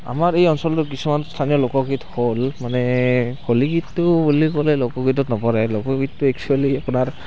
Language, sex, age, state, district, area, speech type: Assamese, male, 18-30, Assam, Barpeta, rural, spontaneous